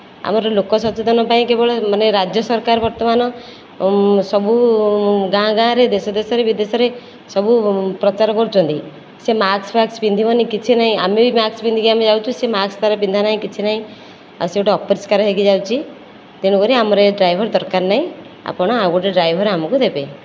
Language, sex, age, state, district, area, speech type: Odia, female, 30-45, Odisha, Nayagarh, rural, spontaneous